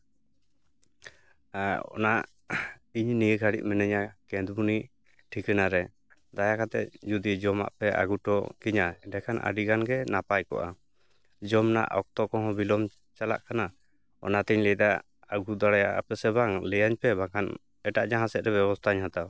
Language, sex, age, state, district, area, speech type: Santali, male, 30-45, West Bengal, Jhargram, rural, spontaneous